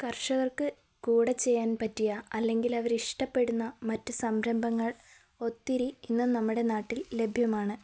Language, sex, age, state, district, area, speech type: Malayalam, female, 18-30, Kerala, Kozhikode, rural, spontaneous